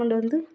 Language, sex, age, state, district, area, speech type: Tamil, female, 30-45, Tamil Nadu, Thoothukudi, urban, spontaneous